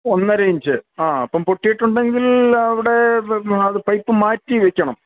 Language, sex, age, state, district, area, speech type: Malayalam, male, 60+, Kerala, Kottayam, rural, conversation